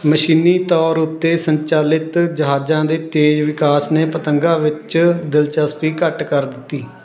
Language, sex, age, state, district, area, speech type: Punjabi, male, 18-30, Punjab, Fatehgarh Sahib, urban, read